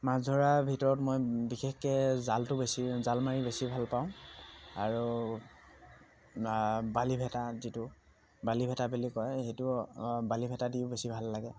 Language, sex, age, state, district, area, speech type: Assamese, male, 45-60, Assam, Dhemaji, rural, spontaneous